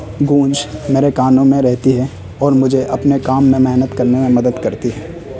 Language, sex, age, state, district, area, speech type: Urdu, male, 18-30, Delhi, North West Delhi, urban, spontaneous